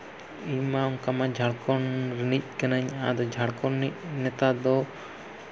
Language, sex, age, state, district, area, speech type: Santali, male, 30-45, Jharkhand, East Singhbhum, rural, spontaneous